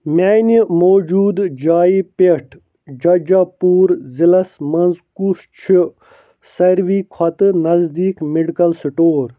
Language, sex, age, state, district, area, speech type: Kashmiri, male, 45-60, Jammu and Kashmir, Srinagar, urban, read